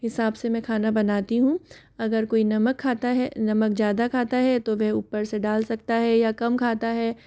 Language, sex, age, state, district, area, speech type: Hindi, female, 45-60, Rajasthan, Jaipur, urban, spontaneous